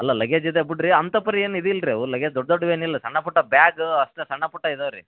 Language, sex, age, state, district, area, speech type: Kannada, male, 18-30, Karnataka, Koppal, rural, conversation